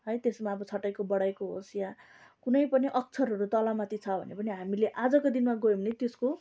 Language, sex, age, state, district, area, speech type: Nepali, female, 30-45, West Bengal, Darjeeling, rural, spontaneous